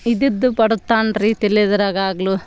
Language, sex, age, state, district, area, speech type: Kannada, female, 30-45, Karnataka, Vijayanagara, rural, spontaneous